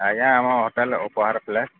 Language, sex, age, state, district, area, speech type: Odia, male, 45-60, Odisha, Sambalpur, rural, conversation